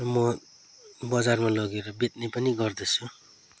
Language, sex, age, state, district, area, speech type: Nepali, male, 45-60, West Bengal, Darjeeling, rural, spontaneous